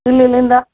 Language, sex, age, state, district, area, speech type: Kannada, female, 60+, Karnataka, Gulbarga, urban, conversation